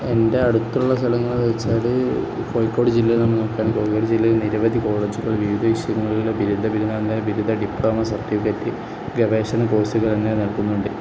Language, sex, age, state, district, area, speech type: Malayalam, male, 18-30, Kerala, Kozhikode, rural, spontaneous